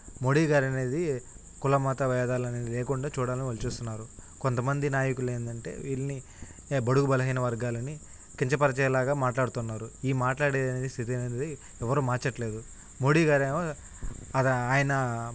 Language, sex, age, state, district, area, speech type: Telugu, male, 18-30, Andhra Pradesh, Nellore, rural, spontaneous